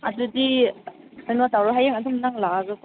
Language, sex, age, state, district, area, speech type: Manipuri, female, 30-45, Manipur, Chandel, rural, conversation